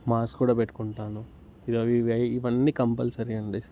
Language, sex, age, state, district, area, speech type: Telugu, male, 18-30, Telangana, Ranga Reddy, urban, spontaneous